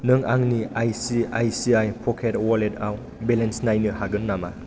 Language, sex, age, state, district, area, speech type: Bodo, male, 18-30, Assam, Chirang, rural, read